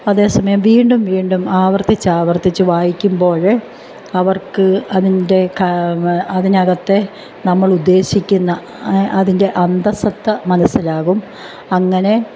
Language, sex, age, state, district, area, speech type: Malayalam, female, 45-60, Kerala, Alappuzha, urban, spontaneous